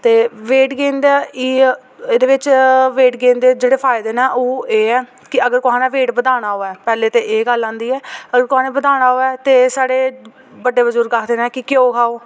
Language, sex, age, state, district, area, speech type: Dogri, female, 18-30, Jammu and Kashmir, Jammu, rural, spontaneous